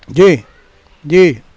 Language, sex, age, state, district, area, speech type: Urdu, male, 30-45, Maharashtra, Nashik, urban, spontaneous